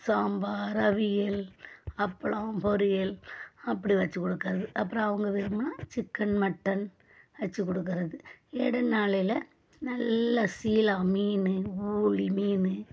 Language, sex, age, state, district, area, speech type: Tamil, female, 45-60, Tamil Nadu, Thoothukudi, rural, spontaneous